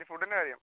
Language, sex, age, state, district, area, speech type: Malayalam, male, 18-30, Kerala, Kollam, rural, conversation